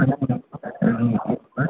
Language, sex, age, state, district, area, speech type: Maithili, male, 45-60, Bihar, Muzaffarpur, rural, conversation